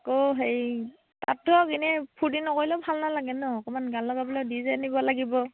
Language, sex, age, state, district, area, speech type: Assamese, female, 30-45, Assam, Dhemaji, rural, conversation